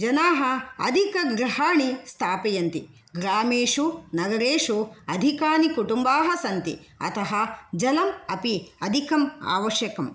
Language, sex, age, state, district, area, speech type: Sanskrit, female, 45-60, Kerala, Kasaragod, rural, spontaneous